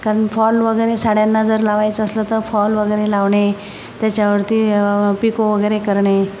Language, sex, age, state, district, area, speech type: Marathi, female, 45-60, Maharashtra, Buldhana, rural, spontaneous